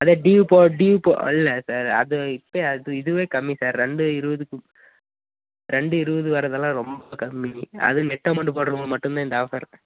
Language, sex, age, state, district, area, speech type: Tamil, male, 18-30, Tamil Nadu, Dharmapuri, urban, conversation